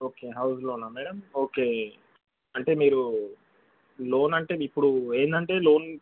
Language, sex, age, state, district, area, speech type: Telugu, male, 18-30, Telangana, Nalgonda, urban, conversation